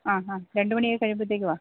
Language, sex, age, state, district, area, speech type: Malayalam, female, 30-45, Kerala, Kollam, rural, conversation